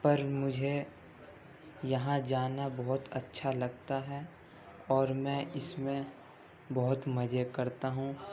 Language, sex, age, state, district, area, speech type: Urdu, male, 18-30, Delhi, Central Delhi, urban, spontaneous